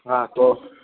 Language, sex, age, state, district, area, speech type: Gujarati, male, 18-30, Gujarat, Rajkot, urban, conversation